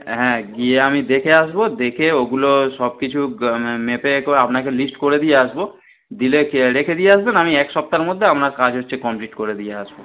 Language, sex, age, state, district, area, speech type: Bengali, male, 30-45, West Bengal, Darjeeling, rural, conversation